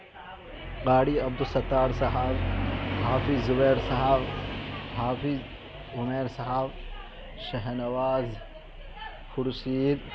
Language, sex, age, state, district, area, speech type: Urdu, male, 18-30, Bihar, Madhubani, rural, spontaneous